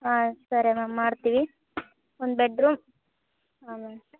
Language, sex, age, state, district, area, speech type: Kannada, female, 18-30, Karnataka, Bellary, rural, conversation